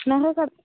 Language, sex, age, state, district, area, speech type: Tamil, female, 18-30, Tamil Nadu, Thanjavur, rural, conversation